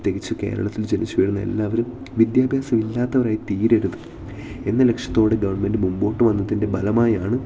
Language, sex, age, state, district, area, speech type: Malayalam, male, 18-30, Kerala, Idukki, rural, spontaneous